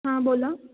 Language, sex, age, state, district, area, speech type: Marathi, female, 18-30, Maharashtra, Ratnagiri, rural, conversation